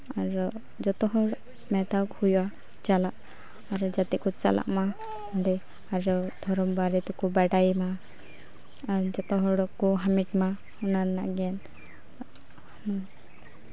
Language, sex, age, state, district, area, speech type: Santali, female, 18-30, West Bengal, Uttar Dinajpur, rural, spontaneous